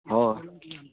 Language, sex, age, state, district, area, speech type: Manipuri, male, 60+, Manipur, Chandel, rural, conversation